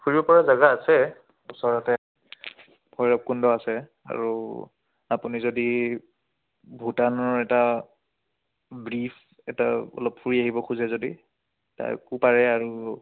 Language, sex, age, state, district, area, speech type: Assamese, male, 18-30, Assam, Udalguri, rural, conversation